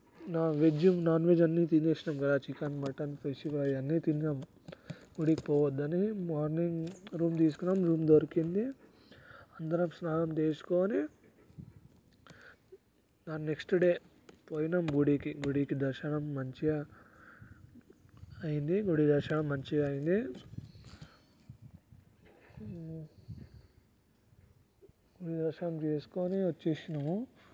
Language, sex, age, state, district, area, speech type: Telugu, male, 30-45, Telangana, Vikarabad, urban, spontaneous